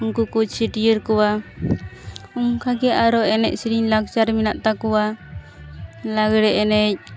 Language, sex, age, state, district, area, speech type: Santali, female, 18-30, West Bengal, Purba Bardhaman, rural, spontaneous